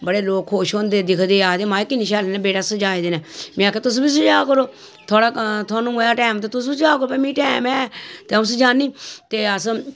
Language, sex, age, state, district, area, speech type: Dogri, female, 45-60, Jammu and Kashmir, Samba, rural, spontaneous